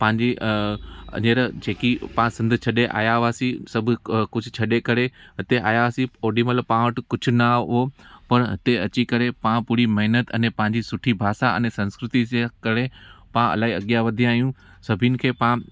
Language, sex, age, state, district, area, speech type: Sindhi, male, 30-45, Gujarat, Junagadh, rural, spontaneous